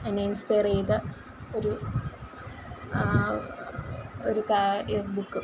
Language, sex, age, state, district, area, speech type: Malayalam, female, 18-30, Kerala, Kollam, rural, spontaneous